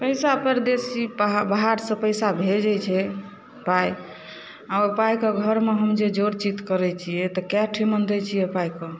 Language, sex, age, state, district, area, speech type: Maithili, female, 30-45, Bihar, Darbhanga, urban, spontaneous